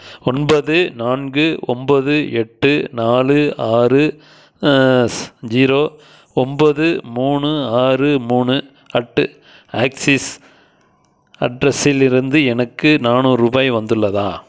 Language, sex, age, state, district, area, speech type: Tamil, male, 60+, Tamil Nadu, Krishnagiri, rural, read